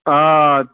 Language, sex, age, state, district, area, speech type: Kashmiri, male, 18-30, Jammu and Kashmir, Shopian, rural, conversation